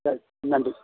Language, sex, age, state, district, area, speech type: Tamil, male, 60+, Tamil Nadu, Thanjavur, rural, conversation